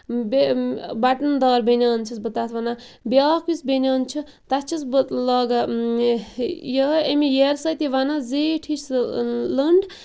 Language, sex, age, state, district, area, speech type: Kashmiri, female, 30-45, Jammu and Kashmir, Bandipora, rural, spontaneous